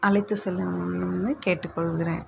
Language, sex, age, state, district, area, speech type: Tamil, male, 18-30, Tamil Nadu, Dharmapuri, rural, spontaneous